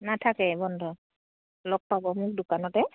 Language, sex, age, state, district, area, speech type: Assamese, female, 30-45, Assam, Udalguri, rural, conversation